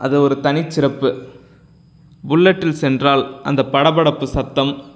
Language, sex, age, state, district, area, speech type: Tamil, male, 18-30, Tamil Nadu, Tiruchirappalli, rural, spontaneous